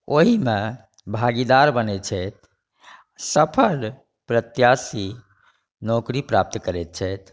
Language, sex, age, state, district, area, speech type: Maithili, male, 45-60, Bihar, Saharsa, rural, spontaneous